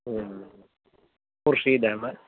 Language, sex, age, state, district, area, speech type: Urdu, male, 45-60, Uttar Pradesh, Mau, urban, conversation